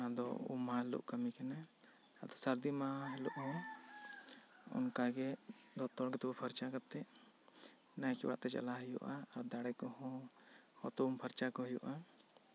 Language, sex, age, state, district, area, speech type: Santali, male, 18-30, West Bengal, Bankura, rural, spontaneous